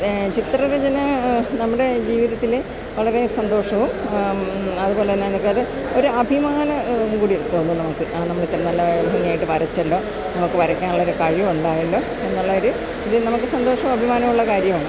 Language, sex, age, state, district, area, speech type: Malayalam, female, 60+, Kerala, Alappuzha, urban, spontaneous